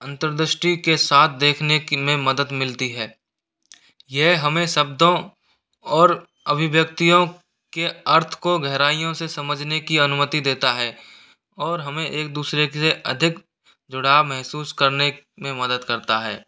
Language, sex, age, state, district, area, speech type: Hindi, male, 45-60, Rajasthan, Jaipur, urban, spontaneous